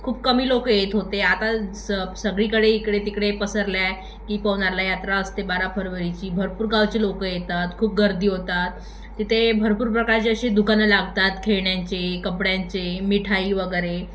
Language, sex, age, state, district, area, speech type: Marathi, female, 18-30, Maharashtra, Thane, urban, spontaneous